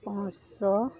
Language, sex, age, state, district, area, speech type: Maithili, female, 60+, Bihar, Araria, rural, read